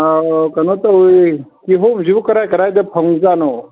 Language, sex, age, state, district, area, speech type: Manipuri, male, 60+, Manipur, Kangpokpi, urban, conversation